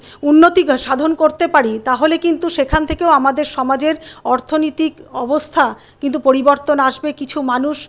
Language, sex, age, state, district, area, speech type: Bengali, female, 60+, West Bengal, Paschim Bardhaman, urban, spontaneous